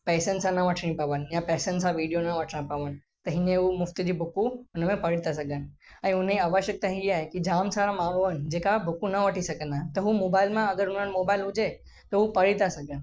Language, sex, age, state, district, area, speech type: Sindhi, male, 18-30, Gujarat, Kutch, rural, spontaneous